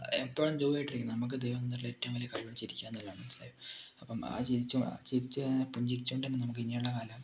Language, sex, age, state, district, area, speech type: Malayalam, male, 18-30, Kerala, Wayanad, rural, spontaneous